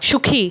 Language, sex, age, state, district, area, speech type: Bengali, female, 60+, West Bengal, Purulia, rural, read